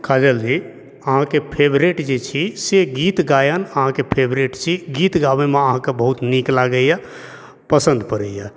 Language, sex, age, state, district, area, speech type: Maithili, female, 18-30, Bihar, Supaul, rural, spontaneous